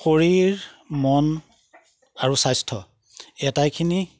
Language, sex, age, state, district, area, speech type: Assamese, male, 60+, Assam, Golaghat, urban, spontaneous